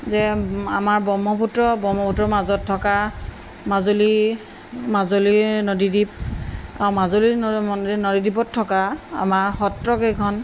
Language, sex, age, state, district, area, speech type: Assamese, female, 45-60, Assam, Jorhat, urban, spontaneous